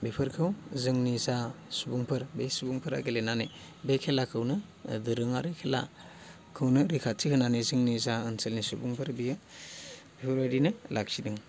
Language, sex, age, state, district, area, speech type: Bodo, male, 18-30, Assam, Baksa, rural, spontaneous